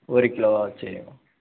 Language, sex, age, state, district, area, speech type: Tamil, male, 18-30, Tamil Nadu, Nagapattinam, rural, conversation